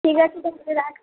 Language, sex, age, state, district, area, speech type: Bengali, female, 18-30, West Bengal, Birbhum, urban, conversation